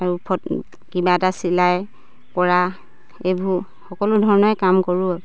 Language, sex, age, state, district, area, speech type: Assamese, female, 30-45, Assam, Dibrugarh, rural, spontaneous